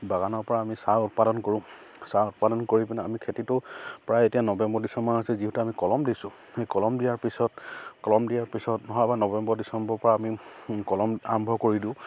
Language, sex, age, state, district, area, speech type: Assamese, male, 30-45, Assam, Charaideo, rural, spontaneous